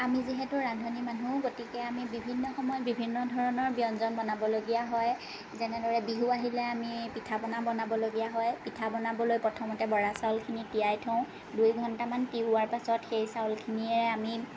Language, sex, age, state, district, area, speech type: Assamese, female, 30-45, Assam, Lakhimpur, rural, spontaneous